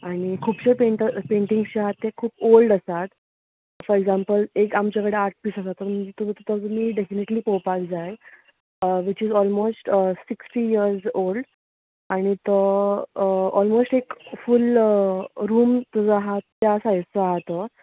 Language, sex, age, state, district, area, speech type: Goan Konkani, female, 18-30, Goa, Bardez, urban, conversation